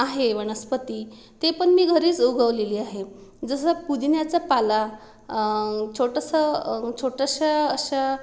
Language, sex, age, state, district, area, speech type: Marathi, female, 30-45, Maharashtra, Wardha, urban, spontaneous